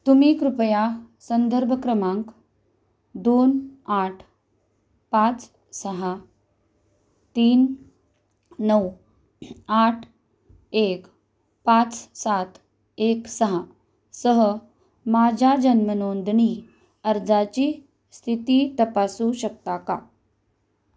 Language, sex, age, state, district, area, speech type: Marathi, female, 30-45, Maharashtra, Osmanabad, rural, read